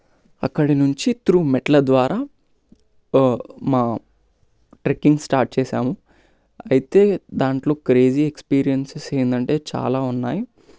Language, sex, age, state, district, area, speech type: Telugu, male, 18-30, Telangana, Vikarabad, urban, spontaneous